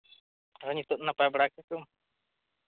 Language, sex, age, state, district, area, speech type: Santali, male, 18-30, Jharkhand, East Singhbhum, rural, conversation